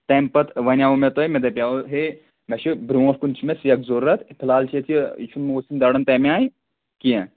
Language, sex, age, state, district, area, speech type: Kashmiri, male, 18-30, Jammu and Kashmir, Anantnag, rural, conversation